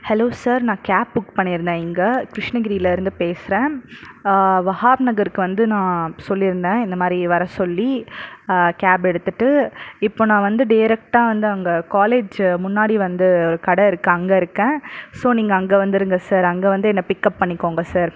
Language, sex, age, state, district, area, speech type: Tamil, male, 45-60, Tamil Nadu, Krishnagiri, rural, spontaneous